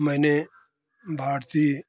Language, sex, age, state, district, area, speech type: Hindi, male, 60+, Uttar Pradesh, Ghazipur, rural, spontaneous